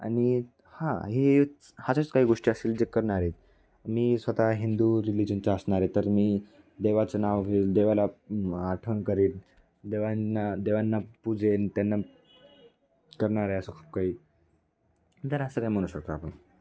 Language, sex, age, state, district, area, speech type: Marathi, male, 18-30, Maharashtra, Nanded, rural, spontaneous